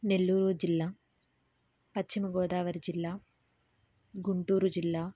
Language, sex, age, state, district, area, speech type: Telugu, female, 18-30, Andhra Pradesh, N T Rama Rao, urban, spontaneous